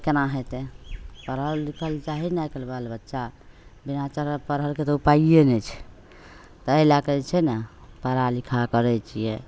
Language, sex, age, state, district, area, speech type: Maithili, female, 60+, Bihar, Madhepura, rural, spontaneous